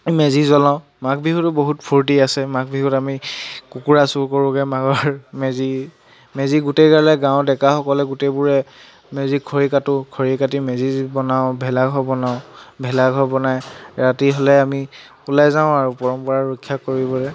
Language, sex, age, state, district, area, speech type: Assamese, male, 30-45, Assam, Charaideo, rural, spontaneous